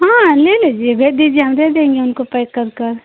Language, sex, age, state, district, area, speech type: Hindi, female, 30-45, Uttar Pradesh, Mau, rural, conversation